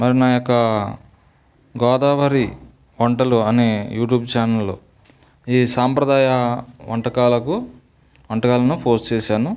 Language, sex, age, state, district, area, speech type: Telugu, male, 45-60, Andhra Pradesh, Eluru, rural, spontaneous